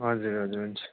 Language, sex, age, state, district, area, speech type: Nepali, male, 30-45, West Bengal, Darjeeling, rural, conversation